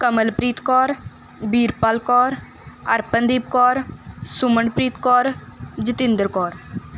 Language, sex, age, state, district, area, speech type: Punjabi, female, 18-30, Punjab, Mansa, rural, spontaneous